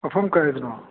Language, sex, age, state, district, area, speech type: Manipuri, male, 60+, Manipur, Kakching, rural, conversation